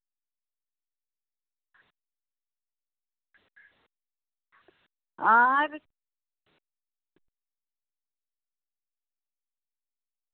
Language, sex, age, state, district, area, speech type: Dogri, female, 30-45, Jammu and Kashmir, Udhampur, rural, conversation